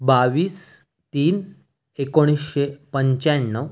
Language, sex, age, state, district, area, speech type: Marathi, male, 30-45, Maharashtra, Raigad, rural, spontaneous